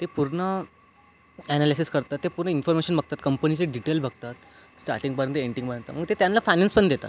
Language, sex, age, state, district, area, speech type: Marathi, male, 18-30, Maharashtra, Nagpur, rural, spontaneous